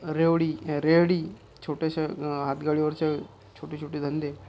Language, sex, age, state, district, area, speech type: Marathi, male, 45-60, Maharashtra, Akola, rural, spontaneous